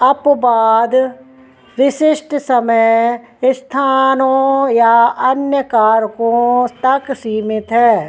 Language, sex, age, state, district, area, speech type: Hindi, female, 45-60, Madhya Pradesh, Narsinghpur, rural, read